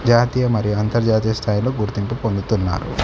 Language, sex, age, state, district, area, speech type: Telugu, male, 18-30, Telangana, Hanamkonda, urban, spontaneous